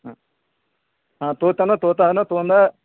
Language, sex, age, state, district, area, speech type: Kannada, male, 30-45, Karnataka, Belgaum, rural, conversation